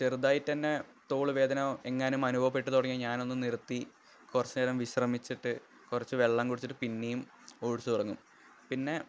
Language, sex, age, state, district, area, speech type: Malayalam, male, 18-30, Kerala, Thrissur, urban, spontaneous